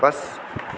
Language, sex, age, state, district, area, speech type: Maithili, male, 30-45, Bihar, Saharsa, rural, spontaneous